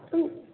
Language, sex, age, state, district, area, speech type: Tamil, female, 18-30, Tamil Nadu, Nagapattinam, rural, conversation